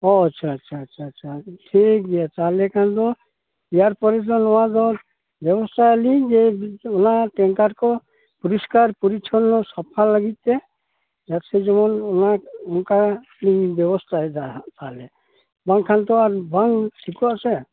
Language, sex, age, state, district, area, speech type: Santali, male, 60+, West Bengal, Purulia, rural, conversation